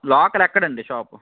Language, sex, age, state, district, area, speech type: Telugu, male, 18-30, Andhra Pradesh, Vizianagaram, urban, conversation